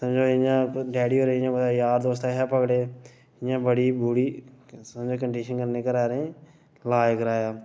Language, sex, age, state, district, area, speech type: Dogri, male, 18-30, Jammu and Kashmir, Reasi, urban, spontaneous